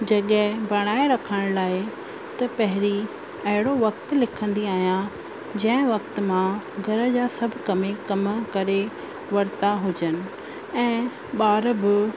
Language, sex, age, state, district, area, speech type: Sindhi, female, 30-45, Rajasthan, Ajmer, urban, spontaneous